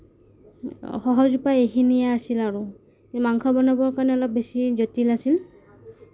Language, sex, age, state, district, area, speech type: Assamese, female, 30-45, Assam, Kamrup Metropolitan, urban, spontaneous